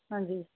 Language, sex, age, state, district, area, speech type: Punjabi, female, 30-45, Punjab, Pathankot, rural, conversation